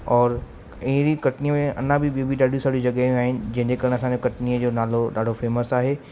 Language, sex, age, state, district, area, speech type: Sindhi, male, 18-30, Madhya Pradesh, Katni, urban, spontaneous